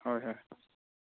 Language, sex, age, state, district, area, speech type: Manipuri, male, 18-30, Manipur, Chandel, rural, conversation